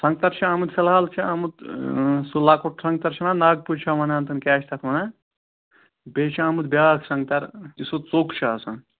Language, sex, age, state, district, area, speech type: Kashmiri, male, 30-45, Jammu and Kashmir, Srinagar, urban, conversation